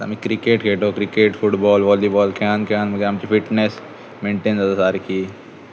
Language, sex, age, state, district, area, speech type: Goan Konkani, male, 18-30, Goa, Pernem, rural, spontaneous